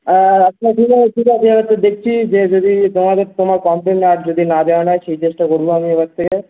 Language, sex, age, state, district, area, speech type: Bengali, male, 18-30, West Bengal, Darjeeling, urban, conversation